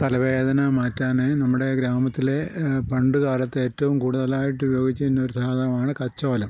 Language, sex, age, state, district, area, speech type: Malayalam, male, 60+, Kerala, Pathanamthitta, rural, spontaneous